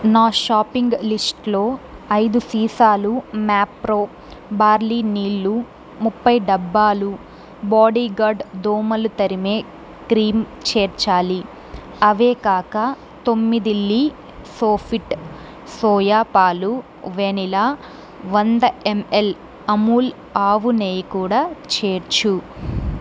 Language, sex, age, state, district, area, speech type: Telugu, female, 18-30, Andhra Pradesh, Chittoor, urban, read